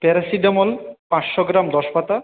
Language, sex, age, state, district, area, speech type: Bengali, male, 45-60, West Bengal, Purulia, urban, conversation